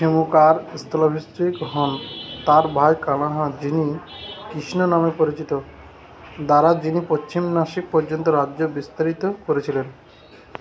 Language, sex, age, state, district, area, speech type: Bengali, male, 18-30, West Bengal, Uttar Dinajpur, urban, read